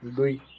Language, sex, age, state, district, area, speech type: Nepali, male, 30-45, West Bengal, Jalpaiguri, rural, read